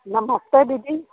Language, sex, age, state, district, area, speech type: Hindi, female, 60+, Uttar Pradesh, Prayagraj, urban, conversation